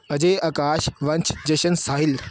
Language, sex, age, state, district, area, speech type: Punjabi, male, 30-45, Punjab, Amritsar, urban, spontaneous